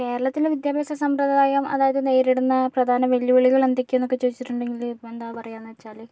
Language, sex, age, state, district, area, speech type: Malayalam, female, 60+, Kerala, Kozhikode, urban, spontaneous